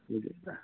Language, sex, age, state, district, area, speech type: Kashmiri, male, 60+, Jammu and Kashmir, Shopian, rural, conversation